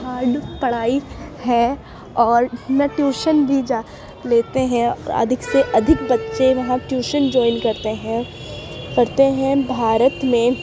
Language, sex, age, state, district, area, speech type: Urdu, female, 18-30, Uttar Pradesh, Ghaziabad, urban, spontaneous